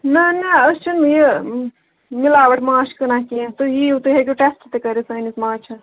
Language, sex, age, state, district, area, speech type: Kashmiri, female, 30-45, Jammu and Kashmir, Ganderbal, rural, conversation